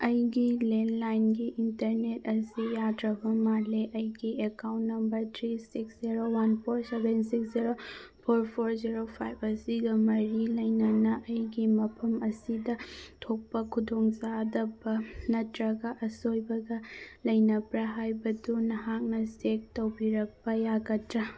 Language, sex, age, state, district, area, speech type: Manipuri, female, 18-30, Manipur, Churachandpur, urban, read